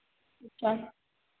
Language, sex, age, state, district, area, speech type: Hindi, female, 18-30, Madhya Pradesh, Narsinghpur, rural, conversation